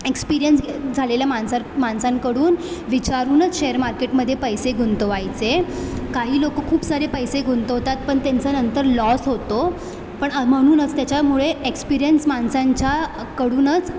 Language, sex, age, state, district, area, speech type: Marathi, female, 18-30, Maharashtra, Mumbai Suburban, urban, spontaneous